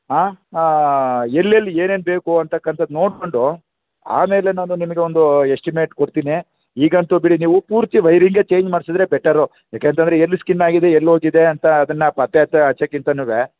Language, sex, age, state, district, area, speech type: Kannada, male, 45-60, Karnataka, Chamarajanagar, rural, conversation